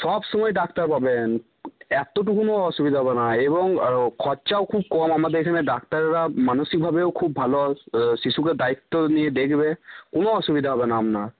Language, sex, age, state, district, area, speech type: Bengali, male, 18-30, West Bengal, Cooch Behar, rural, conversation